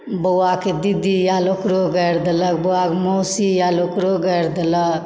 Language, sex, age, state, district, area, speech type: Maithili, female, 60+, Bihar, Supaul, rural, spontaneous